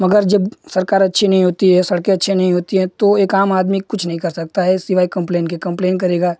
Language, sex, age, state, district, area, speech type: Hindi, male, 18-30, Uttar Pradesh, Ghazipur, urban, spontaneous